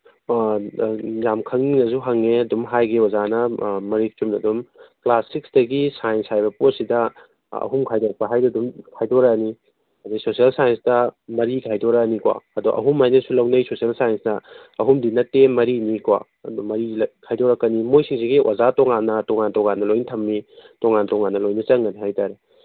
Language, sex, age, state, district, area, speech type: Manipuri, male, 30-45, Manipur, Kangpokpi, urban, conversation